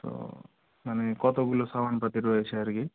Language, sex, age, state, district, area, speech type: Bengali, male, 18-30, West Bengal, Murshidabad, urban, conversation